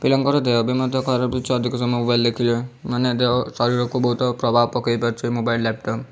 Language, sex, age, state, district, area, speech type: Odia, male, 18-30, Odisha, Bhadrak, rural, spontaneous